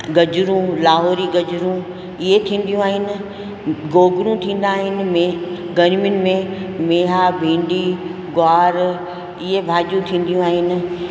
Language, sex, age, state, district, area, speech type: Sindhi, female, 60+, Rajasthan, Ajmer, urban, spontaneous